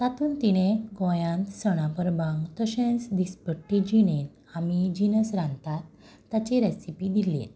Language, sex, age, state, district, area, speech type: Goan Konkani, female, 18-30, Goa, Tiswadi, rural, spontaneous